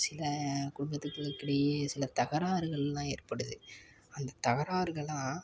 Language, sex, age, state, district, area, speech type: Tamil, male, 18-30, Tamil Nadu, Tiruppur, rural, spontaneous